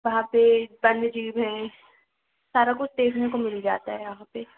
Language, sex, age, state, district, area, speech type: Hindi, female, 18-30, Madhya Pradesh, Chhindwara, urban, conversation